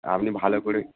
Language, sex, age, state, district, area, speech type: Bengali, male, 18-30, West Bengal, Howrah, urban, conversation